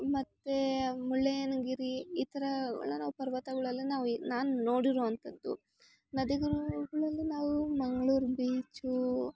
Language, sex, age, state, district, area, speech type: Kannada, female, 18-30, Karnataka, Chikkamagaluru, urban, spontaneous